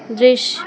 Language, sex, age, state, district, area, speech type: Hindi, female, 18-30, Uttar Pradesh, Pratapgarh, urban, read